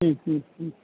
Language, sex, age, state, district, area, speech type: Malayalam, female, 60+, Kerala, Kottayam, urban, conversation